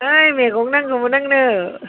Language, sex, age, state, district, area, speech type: Bodo, female, 30-45, Assam, Udalguri, urban, conversation